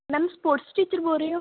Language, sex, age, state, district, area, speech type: Punjabi, female, 18-30, Punjab, Mansa, rural, conversation